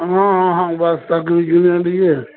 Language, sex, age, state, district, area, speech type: Odia, male, 60+, Odisha, Gajapati, rural, conversation